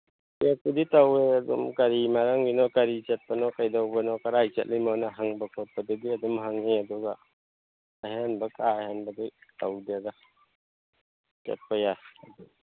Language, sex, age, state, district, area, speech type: Manipuri, male, 30-45, Manipur, Thoubal, rural, conversation